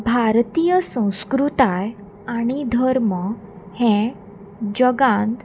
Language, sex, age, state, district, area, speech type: Goan Konkani, female, 18-30, Goa, Salcete, rural, spontaneous